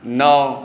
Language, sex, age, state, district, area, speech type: Maithili, male, 30-45, Bihar, Saharsa, urban, read